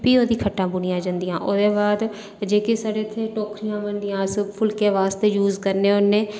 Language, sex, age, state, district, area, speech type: Dogri, female, 18-30, Jammu and Kashmir, Reasi, rural, spontaneous